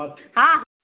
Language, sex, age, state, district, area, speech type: Maithili, female, 60+, Bihar, Samastipur, urban, conversation